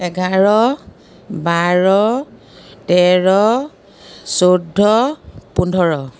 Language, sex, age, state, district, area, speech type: Assamese, female, 45-60, Assam, Biswanath, rural, spontaneous